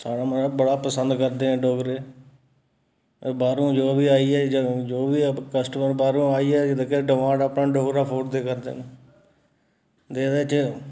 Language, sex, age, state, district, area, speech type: Dogri, male, 30-45, Jammu and Kashmir, Reasi, urban, spontaneous